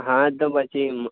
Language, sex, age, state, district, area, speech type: Gujarati, male, 30-45, Gujarat, Aravalli, urban, conversation